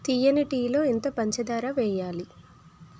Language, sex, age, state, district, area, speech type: Telugu, female, 18-30, Telangana, Hyderabad, urban, read